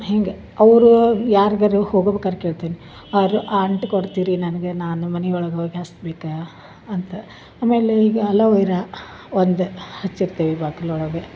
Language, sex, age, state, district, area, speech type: Kannada, female, 30-45, Karnataka, Dharwad, urban, spontaneous